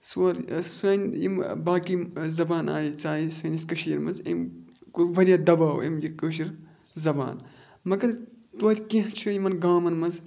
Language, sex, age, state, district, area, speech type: Kashmiri, male, 18-30, Jammu and Kashmir, Budgam, rural, spontaneous